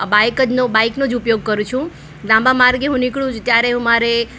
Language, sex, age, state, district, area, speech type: Gujarati, female, 30-45, Gujarat, Ahmedabad, urban, spontaneous